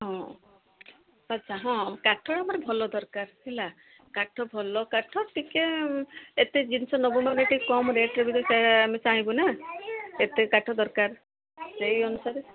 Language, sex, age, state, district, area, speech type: Odia, female, 60+, Odisha, Gajapati, rural, conversation